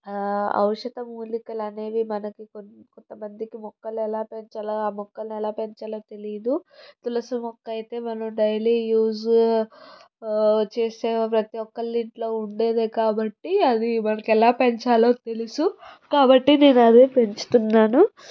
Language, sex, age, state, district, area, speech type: Telugu, female, 18-30, Andhra Pradesh, Palnadu, rural, spontaneous